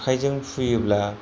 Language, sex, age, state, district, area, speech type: Bodo, male, 30-45, Assam, Kokrajhar, rural, spontaneous